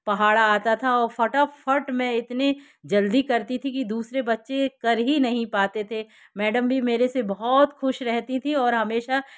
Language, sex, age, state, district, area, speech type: Hindi, female, 60+, Madhya Pradesh, Jabalpur, urban, spontaneous